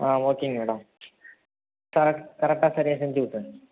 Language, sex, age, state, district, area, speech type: Tamil, male, 30-45, Tamil Nadu, Thanjavur, urban, conversation